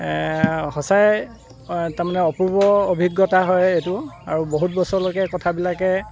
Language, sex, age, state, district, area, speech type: Assamese, male, 45-60, Assam, Dibrugarh, rural, spontaneous